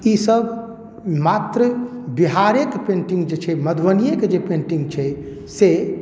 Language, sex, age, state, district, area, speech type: Maithili, male, 45-60, Bihar, Madhubani, urban, spontaneous